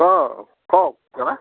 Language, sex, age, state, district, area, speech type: Assamese, male, 60+, Assam, Nagaon, rural, conversation